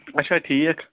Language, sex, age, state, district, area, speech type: Kashmiri, male, 18-30, Jammu and Kashmir, Kulgam, urban, conversation